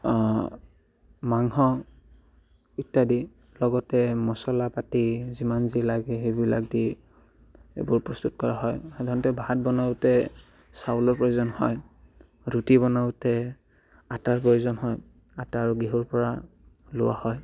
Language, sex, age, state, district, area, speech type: Assamese, male, 18-30, Assam, Barpeta, rural, spontaneous